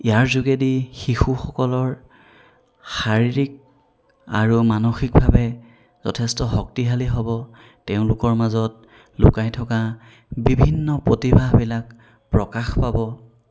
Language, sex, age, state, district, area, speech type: Assamese, male, 30-45, Assam, Golaghat, urban, spontaneous